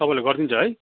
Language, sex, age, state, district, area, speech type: Nepali, male, 30-45, West Bengal, Darjeeling, rural, conversation